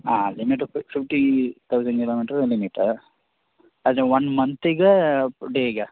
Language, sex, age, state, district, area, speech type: Kannada, male, 18-30, Karnataka, Dakshina Kannada, rural, conversation